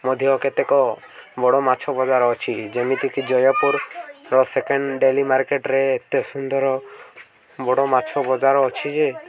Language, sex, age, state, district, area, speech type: Odia, male, 18-30, Odisha, Koraput, urban, spontaneous